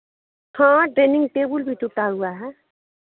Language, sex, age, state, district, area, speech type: Hindi, female, 45-60, Bihar, Madhepura, rural, conversation